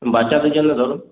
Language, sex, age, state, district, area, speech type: Bengali, male, 18-30, West Bengal, Purulia, rural, conversation